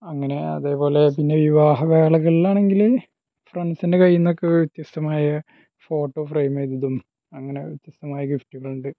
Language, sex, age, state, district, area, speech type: Malayalam, male, 18-30, Kerala, Malappuram, rural, spontaneous